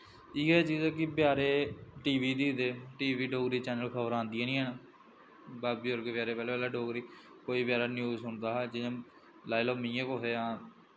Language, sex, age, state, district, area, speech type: Dogri, male, 18-30, Jammu and Kashmir, Jammu, rural, spontaneous